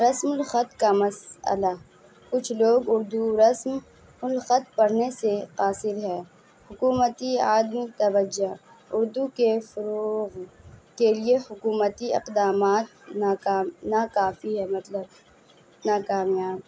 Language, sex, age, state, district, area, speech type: Urdu, female, 18-30, Bihar, Madhubani, urban, spontaneous